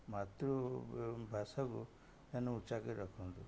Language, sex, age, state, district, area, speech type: Odia, male, 60+, Odisha, Jagatsinghpur, rural, spontaneous